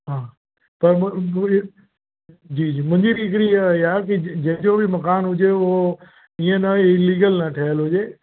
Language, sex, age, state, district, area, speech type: Sindhi, male, 60+, Uttar Pradesh, Lucknow, urban, conversation